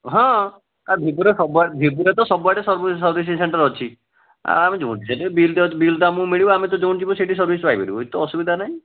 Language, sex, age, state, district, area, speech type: Odia, male, 60+, Odisha, Bhadrak, rural, conversation